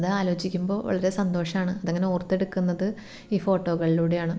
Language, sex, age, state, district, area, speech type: Malayalam, female, 30-45, Kerala, Thrissur, rural, spontaneous